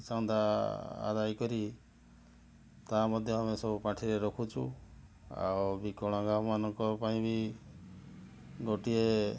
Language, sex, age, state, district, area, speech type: Odia, male, 60+, Odisha, Mayurbhanj, rural, spontaneous